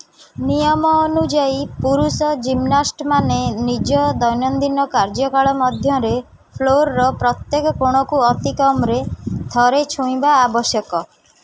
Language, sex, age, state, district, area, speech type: Odia, female, 30-45, Odisha, Kendrapara, urban, read